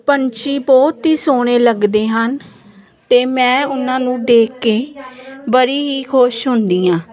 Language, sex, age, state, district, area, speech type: Punjabi, female, 30-45, Punjab, Jalandhar, urban, spontaneous